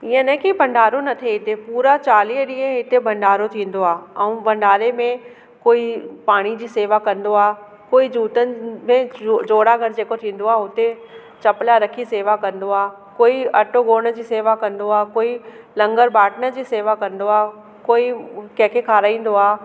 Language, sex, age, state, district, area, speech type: Sindhi, female, 30-45, Delhi, South Delhi, urban, spontaneous